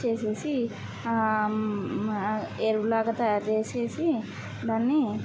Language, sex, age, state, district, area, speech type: Telugu, female, 18-30, Andhra Pradesh, N T Rama Rao, urban, spontaneous